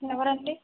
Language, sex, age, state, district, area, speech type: Telugu, female, 45-60, Andhra Pradesh, East Godavari, rural, conversation